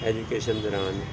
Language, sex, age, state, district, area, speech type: Punjabi, male, 45-60, Punjab, Gurdaspur, urban, spontaneous